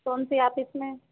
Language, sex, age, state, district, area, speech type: Hindi, female, 18-30, Madhya Pradesh, Hoshangabad, urban, conversation